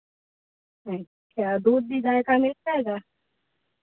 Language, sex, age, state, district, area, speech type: Hindi, female, 45-60, Uttar Pradesh, Hardoi, rural, conversation